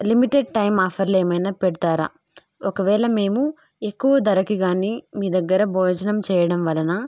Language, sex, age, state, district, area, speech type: Telugu, female, 18-30, Andhra Pradesh, Kadapa, rural, spontaneous